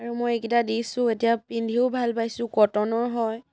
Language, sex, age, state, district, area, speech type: Assamese, female, 18-30, Assam, Charaideo, urban, spontaneous